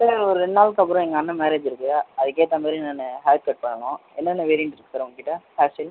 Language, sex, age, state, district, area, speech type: Tamil, male, 18-30, Tamil Nadu, Viluppuram, urban, conversation